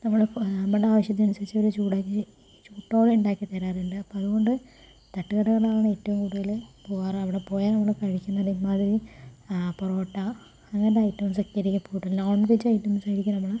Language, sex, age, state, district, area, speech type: Malayalam, female, 30-45, Kerala, Palakkad, rural, spontaneous